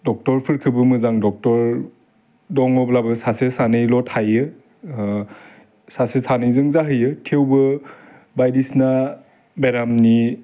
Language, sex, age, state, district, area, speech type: Bodo, male, 30-45, Assam, Udalguri, urban, spontaneous